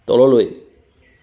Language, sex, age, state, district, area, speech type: Assamese, male, 30-45, Assam, Jorhat, urban, read